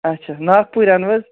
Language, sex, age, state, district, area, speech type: Kashmiri, female, 18-30, Jammu and Kashmir, Baramulla, rural, conversation